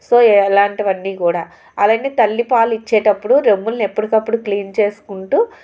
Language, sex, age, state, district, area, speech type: Telugu, female, 30-45, Andhra Pradesh, Anakapalli, urban, spontaneous